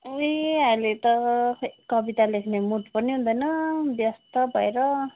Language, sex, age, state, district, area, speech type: Nepali, female, 30-45, West Bengal, Darjeeling, rural, conversation